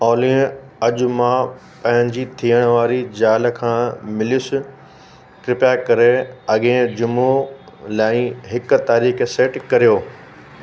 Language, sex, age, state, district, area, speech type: Sindhi, male, 30-45, Uttar Pradesh, Lucknow, urban, read